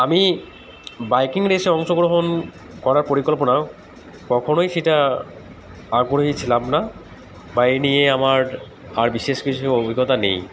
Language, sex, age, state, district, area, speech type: Bengali, male, 30-45, West Bengal, Dakshin Dinajpur, urban, spontaneous